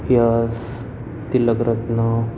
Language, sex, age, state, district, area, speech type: Gujarati, male, 18-30, Gujarat, Ahmedabad, urban, spontaneous